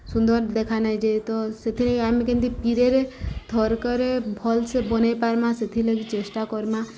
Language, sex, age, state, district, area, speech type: Odia, female, 30-45, Odisha, Subarnapur, urban, spontaneous